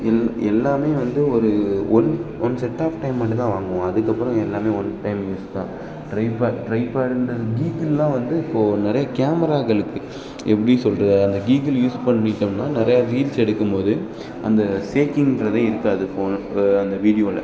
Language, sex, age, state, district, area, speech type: Tamil, male, 18-30, Tamil Nadu, Perambalur, rural, spontaneous